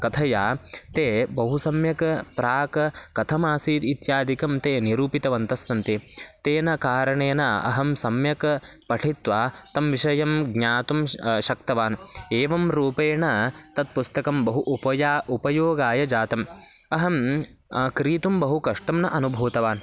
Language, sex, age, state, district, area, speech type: Sanskrit, male, 18-30, Karnataka, Bagalkot, rural, spontaneous